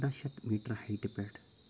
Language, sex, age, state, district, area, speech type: Kashmiri, male, 18-30, Jammu and Kashmir, Ganderbal, rural, spontaneous